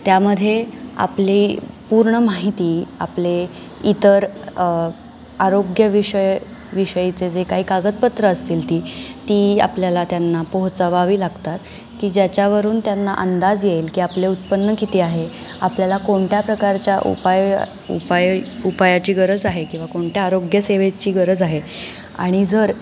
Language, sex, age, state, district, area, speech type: Marathi, female, 18-30, Maharashtra, Pune, urban, spontaneous